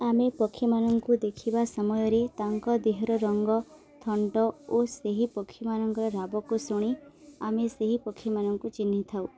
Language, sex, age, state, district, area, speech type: Odia, female, 18-30, Odisha, Subarnapur, urban, spontaneous